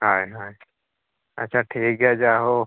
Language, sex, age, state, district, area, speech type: Santali, male, 45-60, Odisha, Mayurbhanj, rural, conversation